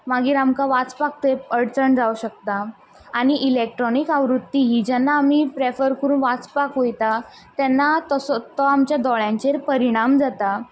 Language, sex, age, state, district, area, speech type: Goan Konkani, female, 18-30, Goa, Quepem, rural, spontaneous